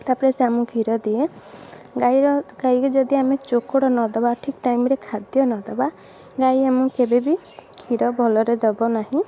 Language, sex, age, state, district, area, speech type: Odia, female, 18-30, Odisha, Puri, urban, spontaneous